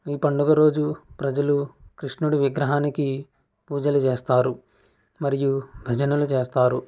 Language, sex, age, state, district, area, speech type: Telugu, male, 45-60, Andhra Pradesh, Konaseema, rural, spontaneous